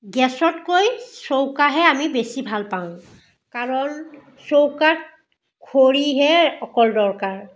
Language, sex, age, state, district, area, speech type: Assamese, female, 45-60, Assam, Biswanath, rural, spontaneous